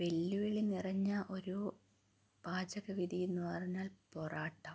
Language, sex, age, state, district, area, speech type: Malayalam, female, 18-30, Kerala, Kannur, rural, spontaneous